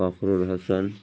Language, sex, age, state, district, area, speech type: Urdu, male, 60+, Uttar Pradesh, Lucknow, urban, spontaneous